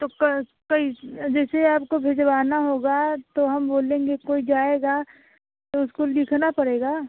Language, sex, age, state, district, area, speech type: Hindi, female, 18-30, Uttar Pradesh, Jaunpur, rural, conversation